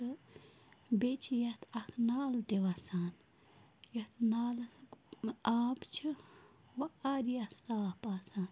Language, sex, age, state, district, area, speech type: Kashmiri, female, 18-30, Jammu and Kashmir, Bandipora, rural, spontaneous